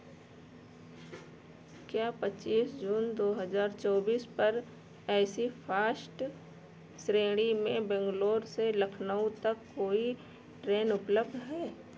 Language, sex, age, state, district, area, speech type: Hindi, female, 60+, Uttar Pradesh, Ayodhya, urban, read